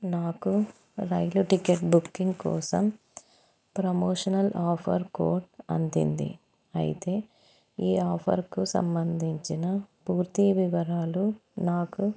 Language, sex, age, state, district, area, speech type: Telugu, female, 30-45, Andhra Pradesh, Anantapur, urban, spontaneous